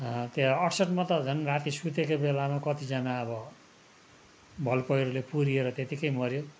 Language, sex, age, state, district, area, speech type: Nepali, male, 60+, West Bengal, Darjeeling, rural, spontaneous